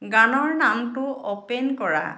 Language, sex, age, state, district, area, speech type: Assamese, female, 45-60, Assam, Dhemaji, rural, read